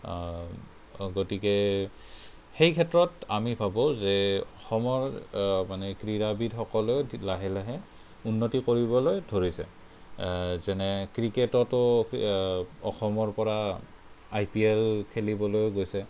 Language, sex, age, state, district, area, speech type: Assamese, male, 30-45, Assam, Kamrup Metropolitan, urban, spontaneous